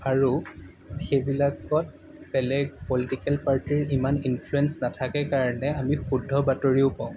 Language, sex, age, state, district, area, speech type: Assamese, male, 18-30, Assam, Jorhat, urban, spontaneous